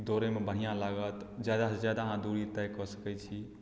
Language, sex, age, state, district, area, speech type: Maithili, male, 18-30, Bihar, Madhubani, rural, spontaneous